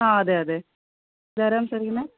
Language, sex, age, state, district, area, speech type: Malayalam, female, 30-45, Kerala, Thrissur, urban, conversation